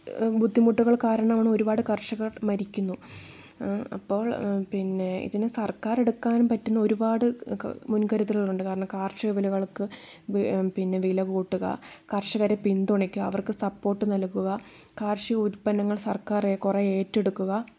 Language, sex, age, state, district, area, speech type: Malayalam, female, 18-30, Kerala, Wayanad, rural, spontaneous